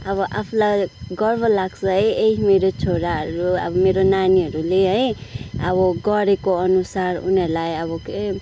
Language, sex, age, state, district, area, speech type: Nepali, female, 30-45, West Bengal, Kalimpong, rural, spontaneous